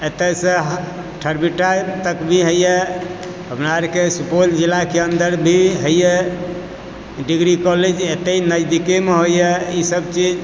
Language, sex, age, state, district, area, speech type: Maithili, male, 45-60, Bihar, Supaul, rural, spontaneous